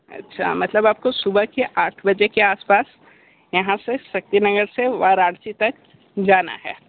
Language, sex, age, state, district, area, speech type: Hindi, male, 18-30, Uttar Pradesh, Sonbhadra, rural, conversation